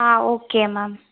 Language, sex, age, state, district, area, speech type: Tamil, female, 18-30, Tamil Nadu, Madurai, urban, conversation